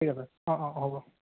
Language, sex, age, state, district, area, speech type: Assamese, male, 30-45, Assam, Tinsukia, rural, conversation